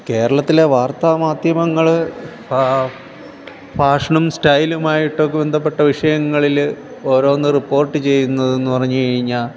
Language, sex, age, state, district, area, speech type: Malayalam, male, 45-60, Kerala, Thiruvananthapuram, urban, spontaneous